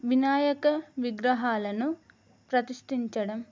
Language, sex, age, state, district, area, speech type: Telugu, female, 18-30, Telangana, Adilabad, urban, spontaneous